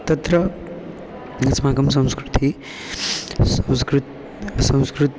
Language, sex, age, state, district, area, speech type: Sanskrit, male, 18-30, Maharashtra, Chandrapur, rural, spontaneous